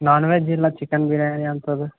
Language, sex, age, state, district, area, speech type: Kannada, male, 18-30, Karnataka, Gadag, urban, conversation